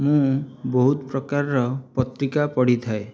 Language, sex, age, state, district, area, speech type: Odia, male, 18-30, Odisha, Jajpur, rural, spontaneous